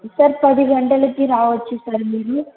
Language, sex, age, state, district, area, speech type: Telugu, female, 18-30, Andhra Pradesh, Chittoor, rural, conversation